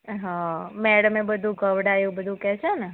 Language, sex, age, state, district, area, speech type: Gujarati, female, 30-45, Gujarat, Kheda, rural, conversation